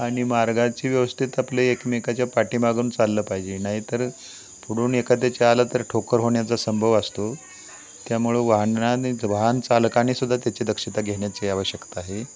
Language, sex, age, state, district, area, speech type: Marathi, male, 60+, Maharashtra, Satara, rural, spontaneous